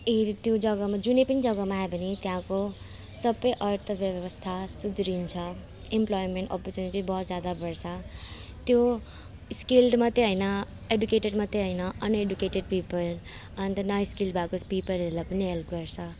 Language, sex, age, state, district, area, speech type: Nepali, female, 30-45, West Bengal, Alipurduar, urban, spontaneous